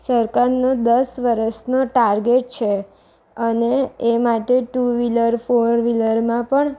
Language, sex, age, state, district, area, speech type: Gujarati, female, 18-30, Gujarat, Valsad, rural, spontaneous